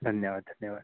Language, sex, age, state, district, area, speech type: Marathi, male, 30-45, Maharashtra, Yavatmal, urban, conversation